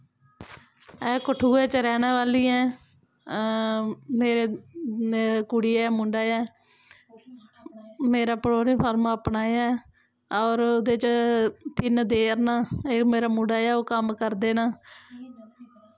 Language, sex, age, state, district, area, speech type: Dogri, female, 30-45, Jammu and Kashmir, Kathua, rural, spontaneous